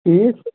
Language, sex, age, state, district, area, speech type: Kashmiri, male, 30-45, Jammu and Kashmir, Ganderbal, rural, conversation